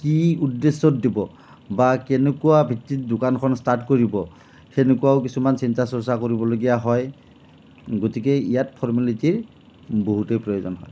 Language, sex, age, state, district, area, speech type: Assamese, male, 45-60, Assam, Nalbari, rural, spontaneous